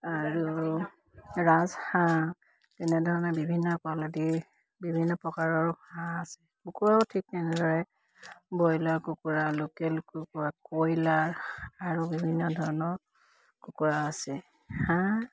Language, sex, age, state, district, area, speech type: Assamese, female, 45-60, Assam, Dibrugarh, rural, spontaneous